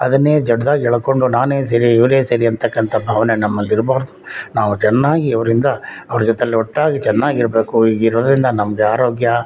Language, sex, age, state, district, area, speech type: Kannada, male, 60+, Karnataka, Mysore, urban, spontaneous